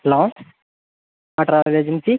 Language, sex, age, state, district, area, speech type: Malayalam, male, 18-30, Kerala, Wayanad, rural, conversation